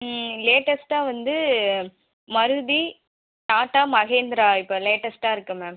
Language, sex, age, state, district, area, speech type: Tamil, female, 18-30, Tamil Nadu, Viluppuram, urban, conversation